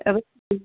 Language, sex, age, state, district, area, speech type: Kannada, female, 45-60, Karnataka, Gulbarga, urban, conversation